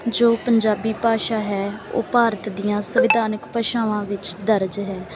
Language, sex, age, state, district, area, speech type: Punjabi, female, 18-30, Punjab, Bathinda, rural, spontaneous